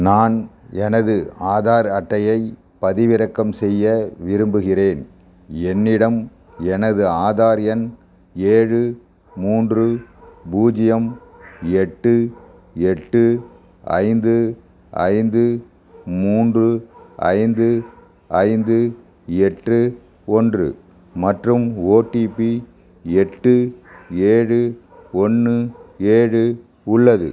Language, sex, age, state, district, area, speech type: Tamil, male, 60+, Tamil Nadu, Ariyalur, rural, read